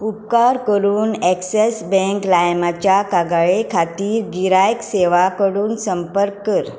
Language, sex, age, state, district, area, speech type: Goan Konkani, female, 30-45, Goa, Tiswadi, rural, read